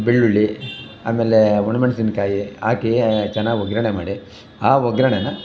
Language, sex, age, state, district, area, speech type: Kannada, male, 60+, Karnataka, Chamarajanagar, rural, spontaneous